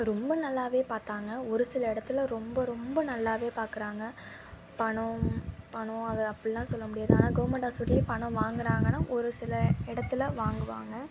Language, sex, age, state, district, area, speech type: Tamil, female, 18-30, Tamil Nadu, Thanjavur, urban, spontaneous